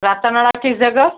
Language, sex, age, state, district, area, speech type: Hindi, female, 45-60, Rajasthan, Jodhpur, urban, conversation